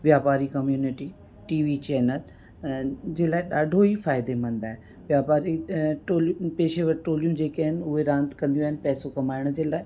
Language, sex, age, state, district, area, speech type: Sindhi, female, 60+, Rajasthan, Ajmer, urban, spontaneous